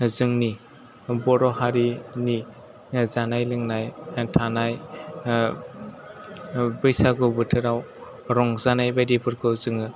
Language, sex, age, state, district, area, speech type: Bodo, male, 18-30, Assam, Chirang, rural, spontaneous